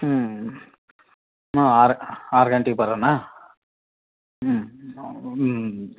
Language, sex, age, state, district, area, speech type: Kannada, male, 30-45, Karnataka, Vijayanagara, rural, conversation